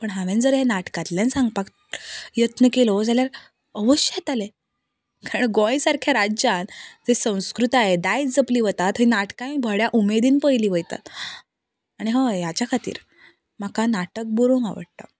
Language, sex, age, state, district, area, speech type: Goan Konkani, female, 18-30, Goa, Canacona, rural, spontaneous